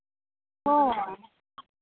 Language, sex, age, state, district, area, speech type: Santali, female, 30-45, Jharkhand, Seraikela Kharsawan, rural, conversation